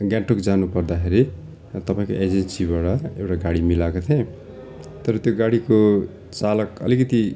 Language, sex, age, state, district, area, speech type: Nepali, male, 45-60, West Bengal, Darjeeling, rural, spontaneous